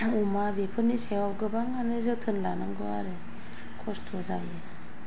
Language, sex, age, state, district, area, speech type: Bodo, female, 45-60, Assam, Kokrajhar, rural, spontaneous